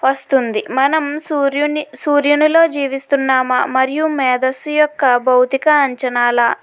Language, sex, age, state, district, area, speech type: Telugu, female, 60+, Andhra Pradesh, Kakinada, rural, spontaneous